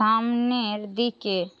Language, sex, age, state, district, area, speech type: Bengali, female, 60+, West Bengal, Paschim Medinipur, rural, read